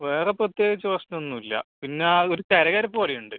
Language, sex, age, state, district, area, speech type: Malayalam, male, 18-30, Kerala, Kannur, rural, conversation